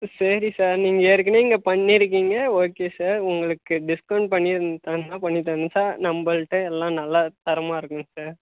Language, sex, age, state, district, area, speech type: Tamil, male, 18-30, Tamil Nadu, Kallakurichi, rural, conversation